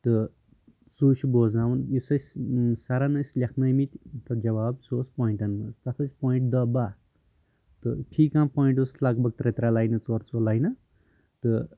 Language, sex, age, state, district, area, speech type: Kashmiri, male, 18-30, Jammu and Kashmir, Anantnag, rural, spontaneous